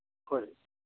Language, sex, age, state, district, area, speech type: Manipuri, male, 60+, Manipur, Churachandpur, urban, conversation